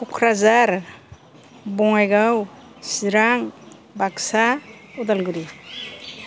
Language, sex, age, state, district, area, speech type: Bodo, female, 60+, Assam, Kokrajhar, rural, spontaneous